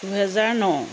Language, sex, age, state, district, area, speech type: Assamese, female, 30-45, Assam, Jorhat, urban, spontaneous